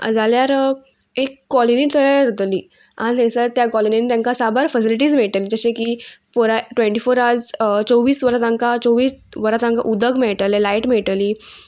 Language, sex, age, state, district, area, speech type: Goan Konkani, female, 18-30, Goa, Murmgao, urban, spontaneous